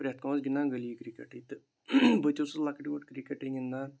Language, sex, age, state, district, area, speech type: Kashmiri, male, 18-30, Jammu and Kashmir, Pulwama, urban, spontaneous